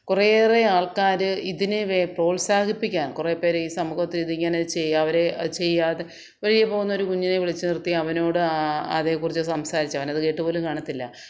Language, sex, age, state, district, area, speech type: Malayalam, female, 45-60, Kerala, Kottayam, rural, spontaneous